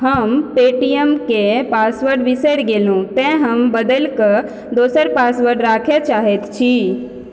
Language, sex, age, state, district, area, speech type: Maithili, female, 18-30, Bihar, Supaul, rural, read